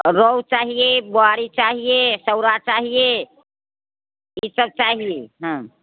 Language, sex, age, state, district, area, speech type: Hindi, female, 60+, Bihar, Muzaffarpur, rural, conversation